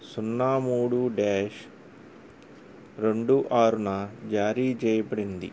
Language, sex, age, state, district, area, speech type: Telugu, male, 45-60, Andhra Pradesh, N T Rama Rao, urban, read